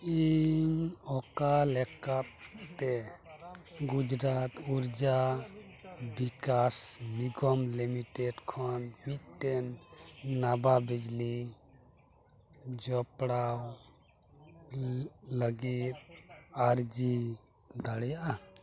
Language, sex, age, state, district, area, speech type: Santali, male, 30-45, West Bengal, Dakshin Dinajpur, rural, read